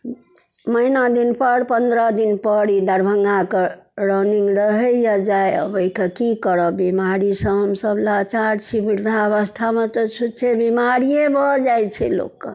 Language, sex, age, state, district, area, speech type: Maithili, female, 60+, Bihar, Darbhanga, urban, spontaneous